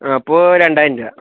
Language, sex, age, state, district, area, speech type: Malayalam, male, 18-30, Kerala, Kozhikode, urban, conversation